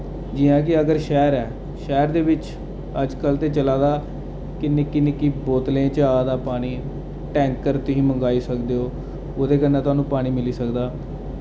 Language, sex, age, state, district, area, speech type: Dogri, male, 30-45, Jammu and Kashmir, Jammu, urban, spontaneous